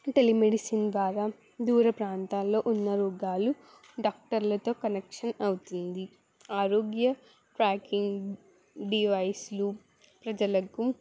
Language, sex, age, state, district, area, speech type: Telugu, female, 18-30, Telangana, Jangaon, urban, spontaneous